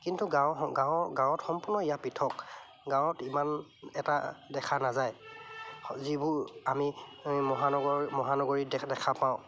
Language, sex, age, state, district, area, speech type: Assamese, male, 30-45, Assam, Charaideo, urban, spontaneous